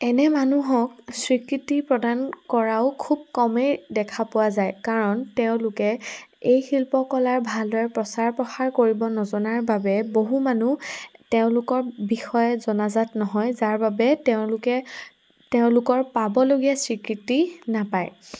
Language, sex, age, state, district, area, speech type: Assamese, female, 18-30, Assam, Jorhat, urban, spontaneous